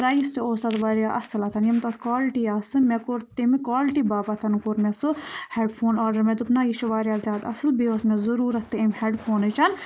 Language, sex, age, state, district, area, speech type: Kashmiri, female, 18-30, Jammu and Kashmir, Baramulla, rural, spontaneous